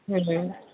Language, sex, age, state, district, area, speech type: Odia, female, 45-60, Odisha, Sundergarh, rural, conversation